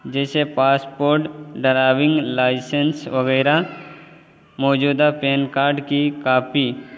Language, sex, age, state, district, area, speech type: Urdu, male, 18-30, Uttar Pradesh, Balrampur, rural, spontaneous